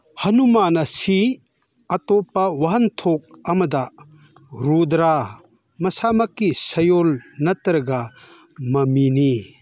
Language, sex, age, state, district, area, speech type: Manipuri, male, 60+, Manipur, Chandel, rural, read